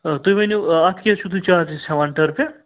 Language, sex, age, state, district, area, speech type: Kashmiri, male, 18-30, Jammu and Kashmir, Srinagar, urban, conversation